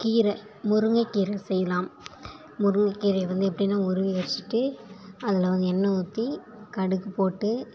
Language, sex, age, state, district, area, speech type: Tamil, female, 18-30, Tamil Nadu, Thanjavur, rural, spontaneous